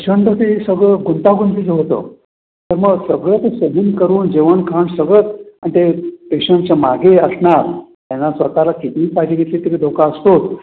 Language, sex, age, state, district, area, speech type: Marathi, male, 60+, Maharashtra, Pune, urban, conversation